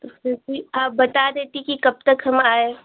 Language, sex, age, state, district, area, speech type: Hindi, female, 18-30, Uttar Pradesh, Ghazipur, rural, conversation